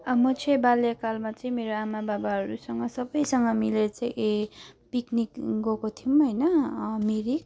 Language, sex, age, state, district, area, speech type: Nepali, female, 30-45, West Bengal, Jalpaiguri, rural, spontaneous